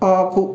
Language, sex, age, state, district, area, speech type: Telugu, male, 18-30, Telangana, Medak, rural, read